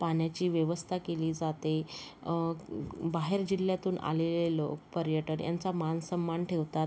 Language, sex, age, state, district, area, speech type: Marathi, female, 30-45, Maharashtra, Yavatmal, rural, spontaneous